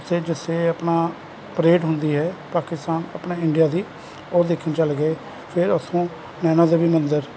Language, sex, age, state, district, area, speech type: Punjabi, male, 45-60, Punjab, Kapurthala, urban, spontaneous